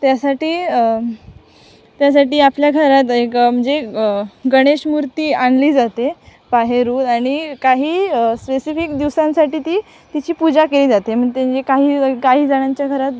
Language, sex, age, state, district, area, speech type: Marathi, female, 18-30, Maharashtra, Sindhudurg, rural, spontaneous